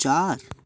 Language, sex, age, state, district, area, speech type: Hindi, male, 18-30, Madhya Pradesh, Jabalpur, urban, read